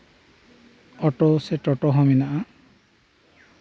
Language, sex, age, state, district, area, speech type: Santali, male, 30-45, West Bengal, Birbhum, rural, spontaneous